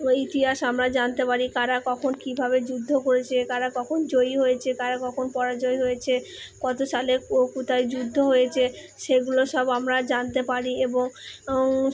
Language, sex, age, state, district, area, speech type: Bengali, female, 18-30, West Bengal, Purba Bardhaman, urban, spontaneous